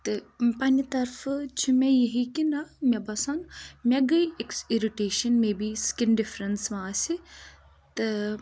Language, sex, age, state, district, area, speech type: Kashmiri, female, 18-30, Jammu and Kashmir, Pulwama, rural, spontaneous